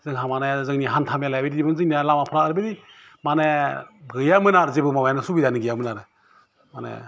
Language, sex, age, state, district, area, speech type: Bodo, male, 45-60, Assam, Udalguri, urban, spontaneous